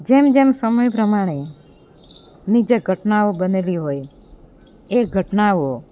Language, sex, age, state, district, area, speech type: Gujarati, female, 45-60, Gujarat, Amreli, rural, spontaneous